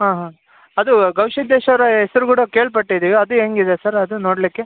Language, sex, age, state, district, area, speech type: Kannada, male, 18-30, Karnataka, Koppal, rural, conversation